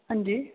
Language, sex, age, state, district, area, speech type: Dogri, female, 18-30, Jammu and Kashmir, Jammu, rural, conversation